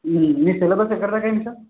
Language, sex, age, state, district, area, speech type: Telugu, male, 18-30, Telangana, Nizamabad, urban, conversation